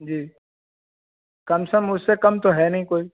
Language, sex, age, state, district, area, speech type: Hindi, male, 30-45, Bihar, Vaishali, rural, conversation